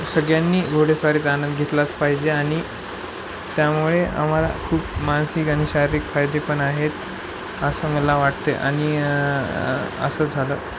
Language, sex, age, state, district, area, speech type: Marathi, male, 18-30, Maharashtra, Nanded, urban, spontaneous